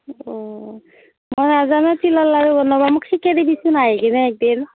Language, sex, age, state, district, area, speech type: Assamese, female, 18-30, Assam, Darrang, rural, conversation